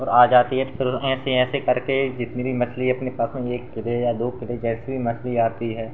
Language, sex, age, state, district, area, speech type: Hindi, male, 18-30, Madhya Pradesh, Seoni, urban, spontaneous